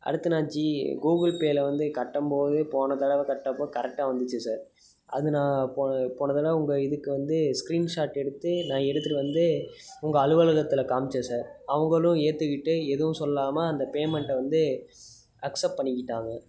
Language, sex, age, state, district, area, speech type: Tamil, male, 18-30, Tamil Nadu, Tiruppur, urban, spontaneous